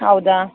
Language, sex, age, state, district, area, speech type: Kannada, female, 30-45, Karnataka, Mandya, rural, conversation